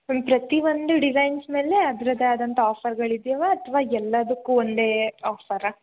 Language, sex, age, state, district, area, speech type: Kannada, female, 18-30, Karnataka, Hassan, urban, conversation